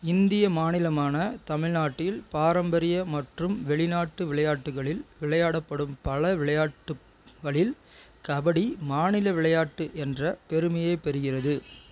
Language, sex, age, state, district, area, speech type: Tamil, male, 45-60, Tamil Nadu, Tiruchirappalli, rural, read